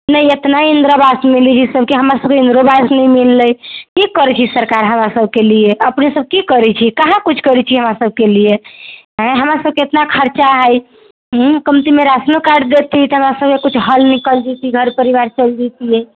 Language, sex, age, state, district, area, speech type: Maithili, female, 18-30, Bihar, Samastipur, urban, conversation